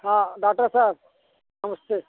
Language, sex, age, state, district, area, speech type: Hindi, male, 60+, Uttar Pradesh, Mirzapur, urban, conversation